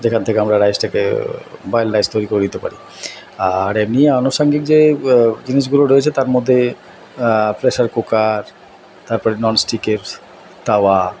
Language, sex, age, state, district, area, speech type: Bengali, male, 45-60, West Bengal, Purba Bardhaman, urban, spontaneous